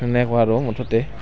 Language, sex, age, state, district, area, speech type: Assamese, male, 18-30, Assam, Barpeta, rural, spontaneous